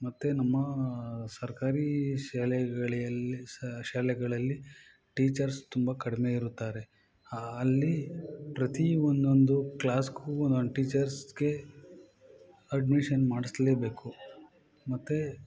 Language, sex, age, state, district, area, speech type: Kannada, male, 45-60, Karnataka, Bangalore Urban, rural, spontaneous